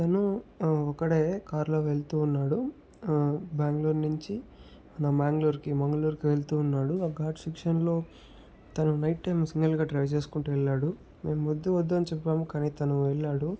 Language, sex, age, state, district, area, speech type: Telugu, male, 18-30, Andhra Pradesh, Chittoor, urban, spontaneous